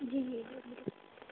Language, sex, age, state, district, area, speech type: Hindi, female, 30-45, Madhya Pradesh, Ujjain, urban, conversation